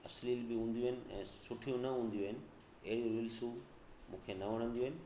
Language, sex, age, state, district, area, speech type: Sindhi, male, 30-45, Gujarat, Kutch, rural, spontaneous